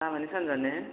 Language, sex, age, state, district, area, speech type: Bodo, female, 60+, Assam, Chirang, rural, conversation